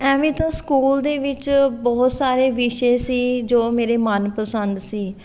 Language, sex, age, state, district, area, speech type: Punjabi, female, 30-45, Punjab, Fatehgarh Sahib, urban, spontaneous